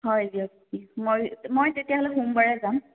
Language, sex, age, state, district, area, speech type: Assamese, female, 30-45, Assam, Sonitpur, rural, conversation